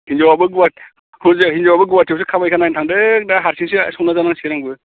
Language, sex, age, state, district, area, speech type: Bodo, male, 45-60, Assam, Baksa, rural, conversation